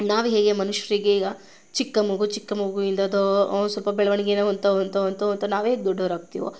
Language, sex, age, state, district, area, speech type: Kannada, female, 30-45, Karnataka, Mandya, rural, spontaneous